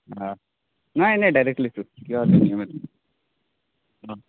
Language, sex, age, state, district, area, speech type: Assamese, male, 18-30, Assam, Barpeta, rural, conversation